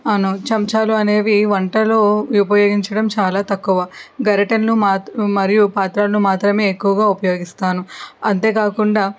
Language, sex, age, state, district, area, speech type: Telugu, female, 45-60, Andhra Pradesh, N T Rama Rao, urban, spontaneous